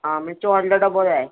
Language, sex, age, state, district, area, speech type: Goan Konkani, female, 45-60, Goa, Murmgao, urban, conversation